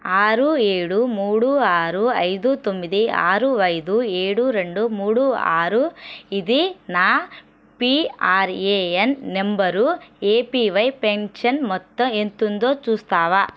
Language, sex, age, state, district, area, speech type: Telugu, female, 18-30, Telangana, Nalgonda, rural, read